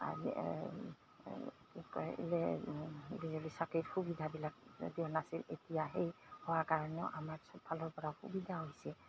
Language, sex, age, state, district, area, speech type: Assamese, female, 45-60, Assam, Goalpara, urban, spontaneous